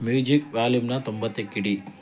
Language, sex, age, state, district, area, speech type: Kannada, male, 30-45, Karnataka, Mandya, rural, read